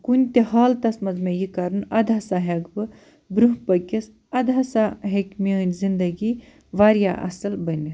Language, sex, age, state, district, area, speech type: Kashmiri, female, 30-45, Jammu and Kashmir, Baramulla, rural, spontaneous